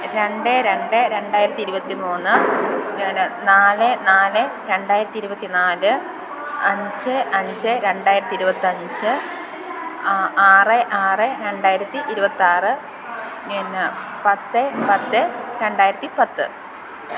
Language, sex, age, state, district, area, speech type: Malayalam, female, 30-45, Kerala, Alappuzha, rural, spontaneous